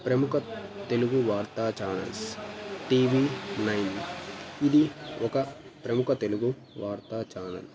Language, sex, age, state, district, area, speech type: Telugu, male, 18-30, Andhra Pradesh, Annamaya, rural, spontaneous